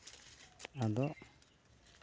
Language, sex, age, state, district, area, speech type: Santali, male, 60+, Jharkhand, East Singhbhum, rural, spontaneous